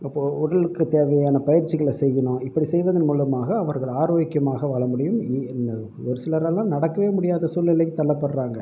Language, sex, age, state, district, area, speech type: Tamil, male, 18-30, Tamil Nadu, Pudukkottai, rural, spontaneous